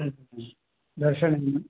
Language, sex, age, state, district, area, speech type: Sanskrit, male, 45-60, Tamil Nadu, Tiruvannamalai, urban, conversation